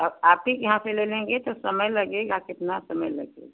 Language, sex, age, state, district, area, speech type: Hindi, female, 60+, Uttar Pradesh, Chandauli, rural, conversation